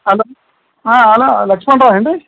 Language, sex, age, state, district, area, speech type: Kannada, male, 45-60, Karnataka, Gulbarga, urban, conversation